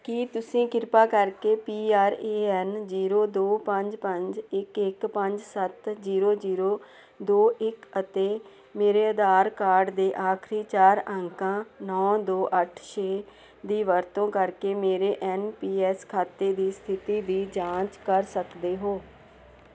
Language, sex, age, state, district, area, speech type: Punjabi, female, 45-60, Punjab, Jalandhar, urban, read